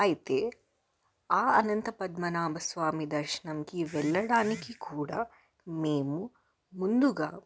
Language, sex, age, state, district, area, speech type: Telugu, female, 18-30, Telangana, Hyderabad, urban, spontaneous